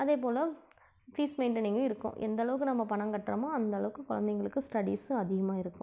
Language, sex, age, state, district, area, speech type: Tamil, female, 45-60, Tamil Nadu, Namakkal, rural, spontaneous